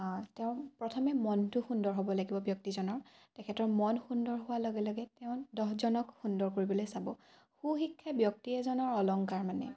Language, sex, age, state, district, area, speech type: Assamese, female, 18-30, Assam, Dibrugarh, rural, spontaneous